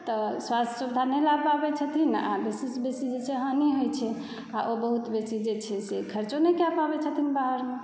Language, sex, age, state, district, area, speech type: Maithili, female, 30-45, Bihar, Saharsa, rural, spontaneous